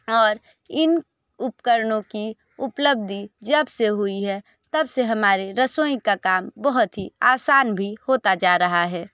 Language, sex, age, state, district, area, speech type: Hindi, female, 45-60, Uttar Pradesh, Sonbhadra, rural, spontaneous